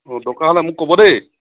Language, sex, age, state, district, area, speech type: Assamese, male, 30-45, Assam, Sivasagar, rural, conversation